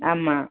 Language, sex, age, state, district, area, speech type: Tamil, female, 45-60, Tamil Nadu, Madurai, rural, conversation